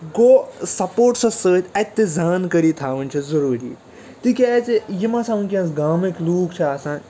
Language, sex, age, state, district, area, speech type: Kashmiri, male, 18-30, Jammu and Kashmir, Ganderbal, rural, spontaneous